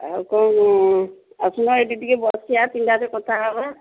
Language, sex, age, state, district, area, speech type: Odia, female, 60+, Odisha, Jagatsinghpur, rural, conversation